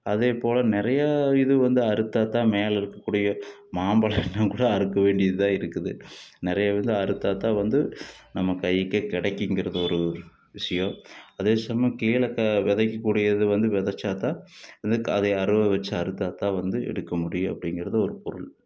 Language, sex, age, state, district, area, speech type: Tamil, male, 60+, Tamil Nadu, Tiruppur, urban, spontaneous